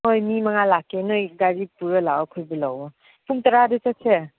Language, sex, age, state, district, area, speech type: Manipuri, female, 30-45, Manipur, Chandel, rural, conversation